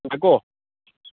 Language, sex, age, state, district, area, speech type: Manipuri, male, 45-60, Manipur, Senapati, rural, conversation